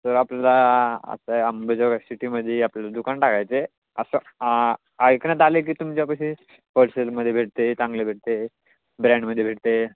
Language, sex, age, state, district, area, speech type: Marathi, male, 18-30, Maharashtra, Beed, rural, conversation